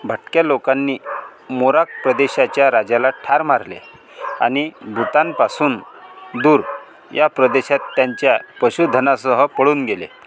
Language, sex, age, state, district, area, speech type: Marathi, male, 45-60, Maharashtra, Amravati, rural, read